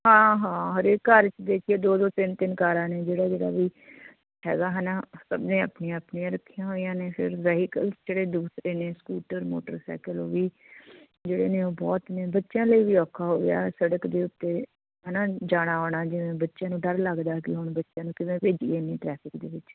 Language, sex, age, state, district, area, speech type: Punjabi, female, 45-60, Punjab, Fatehgarh Sahib, urban, conversation